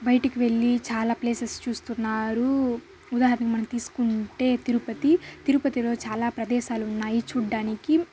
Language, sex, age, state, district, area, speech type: Telugu, female, 18-30, Andhra Pradesh, Sri Balaji, urban, spontaneous